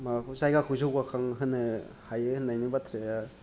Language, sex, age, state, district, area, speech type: Bodo, male, 30-45, Assam, Kokrajhar, rural, spontaneous